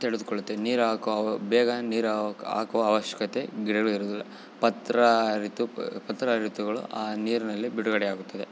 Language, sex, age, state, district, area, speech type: Kannada, male, 18-30, Karnataka, Bellary, rural, spontaneous